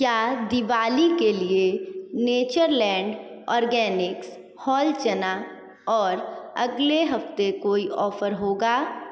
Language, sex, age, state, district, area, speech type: Hindi, female, 30-45, Uttar Pradesh, Sonbhadra, rural, read